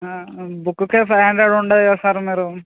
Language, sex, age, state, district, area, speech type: Telugu, male, 18-30, Telangana, Ranga Reddy, rural, conversation